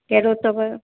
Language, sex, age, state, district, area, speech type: Sindhi, female, 60+, Maharashtra, Mumbai Suburban, urban, conversation